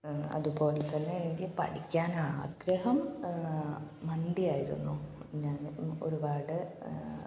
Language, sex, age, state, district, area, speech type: Malayalam, female, 30-45, Kerala, Malappuram, rural, spontaneous